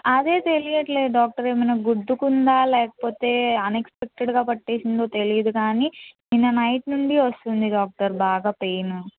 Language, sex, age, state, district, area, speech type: Telugu, female, 18-30, Andhra Pradesh, Palnadu, urban, conversation